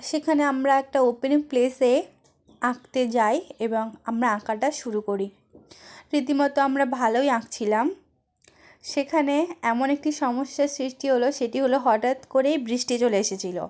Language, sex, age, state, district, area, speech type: Bengali, female, 45-60, West Bengal, South 24 Parganas, rural, spontaneous